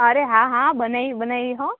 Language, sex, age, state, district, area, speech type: Gujarati, female, 18-30, Gujarat, Rajkot, urban, conversation